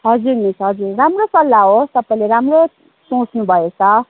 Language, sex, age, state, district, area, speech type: Nepali, female, 18-30, West Bengal, Darjeeling, rural, conversation